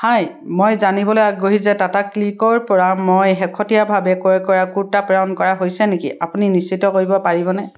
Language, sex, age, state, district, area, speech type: Assamese, female, 30-45, Assam, Dibrugarh, urban, read